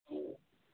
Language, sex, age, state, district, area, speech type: Hindi, female, 60+, Bihar, Madhepura, rural, conversation